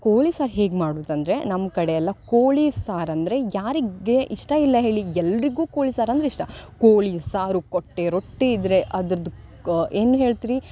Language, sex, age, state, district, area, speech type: Kannada, female, 18-30, Karnataka, Uttara Kannada, rural, spontaneous